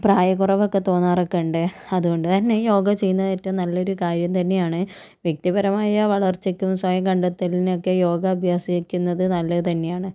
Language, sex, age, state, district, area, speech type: Malayalam, female, 45-60, Kerala, Kozhikode, urban, spontaneous